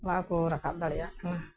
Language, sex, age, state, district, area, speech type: Santali, female, 60+, West Bengal, Bankura, rural, spontaneous